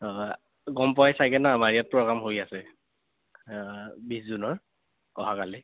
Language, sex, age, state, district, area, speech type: Assamese, male, 18-30, Assam, Goalpara, urban, conversation